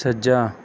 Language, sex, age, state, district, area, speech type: Punjabi, male, 30-45, Punjab, Bathinda, rural, read